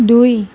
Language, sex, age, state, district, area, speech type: Assamese, female, 45-60, Assam, Nalbari, rural, read